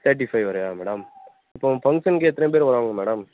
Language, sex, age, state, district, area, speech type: Tamil, male, 18-30, Tamil Nadu, Tenkasi, rural, conversation